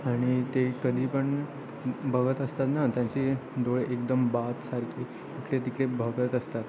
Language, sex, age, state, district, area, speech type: Marathi, male, 18-30, Maharashtra, Ratnagiri, rural, spontaneous